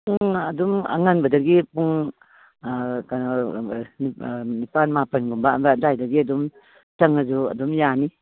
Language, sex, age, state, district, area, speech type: Manipuri, female, 60+, Manipur, Imphal East, rural, conversation